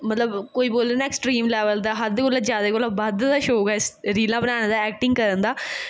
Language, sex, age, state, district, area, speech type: Dogri, female, 18-30, Jammu and Kashmir, Jammu, urban, spontaneous